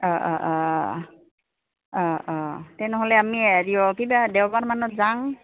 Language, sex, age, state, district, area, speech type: Assamese, female, 45-60, Assam, Goalpara, urban, conversation